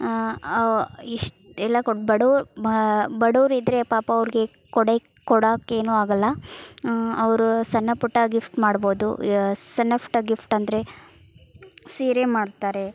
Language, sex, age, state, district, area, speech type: Kannada, female, 30-45, Karnataka, Gadag, rural, spontaneous